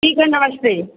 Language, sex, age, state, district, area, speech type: Hindi, female, 60+, Uttar Pradesh, Azamgarh, rural, conversation